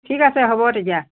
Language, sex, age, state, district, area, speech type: Assamese, female, 60+, Assam, Golaghat, urban, conversation